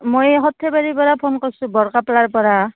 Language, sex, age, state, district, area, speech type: Assamese, female, 18-30, Assam, Barpeta, rural, conversation